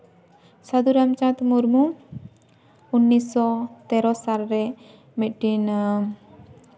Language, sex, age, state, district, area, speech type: Santali, female, 18-30, West Bengal, Jhargram, rural, spontaneous